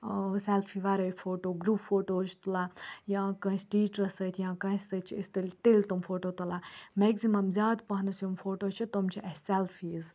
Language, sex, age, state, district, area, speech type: Kashmiri, female, 18-30, Jammu and Kashmir, Baramulla, urban, spontaneous